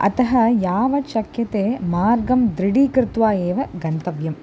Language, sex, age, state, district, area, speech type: Sanskrit, female, 18-30, Tamil Nadu, Chennai, urban, spontaneous